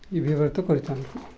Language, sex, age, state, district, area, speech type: Odia, male, 45-60, Odisha, Nabarangpur, rural, spontaneous